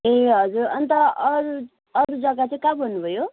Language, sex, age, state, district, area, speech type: Nepali, female, 30-45, West Bengal, Kalimpong, rural, conversation